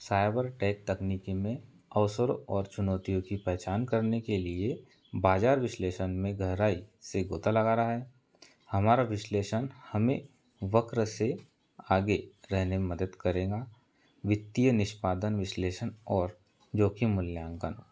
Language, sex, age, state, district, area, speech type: Hindi, male, 30-45, Madhya Pradesh, Seoni, rural, read